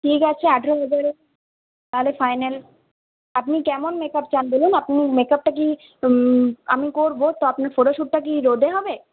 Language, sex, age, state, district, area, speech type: Bengali, female, 18-30, West Bengal, Purulia, rural, conversation